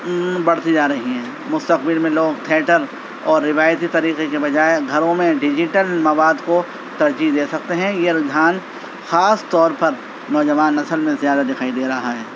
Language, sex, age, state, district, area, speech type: Urdu, male, 45-60, Delhi, East Delhi, urban, spontaneous